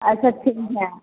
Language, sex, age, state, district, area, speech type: Hindi, female, 18-30, Bihar, Begusarai, rural, conversation